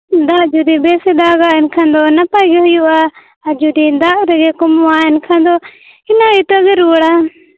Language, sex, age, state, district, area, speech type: Santali, female, 18-30, Jharkhand, Seraikela Kharsawan, rural, conversation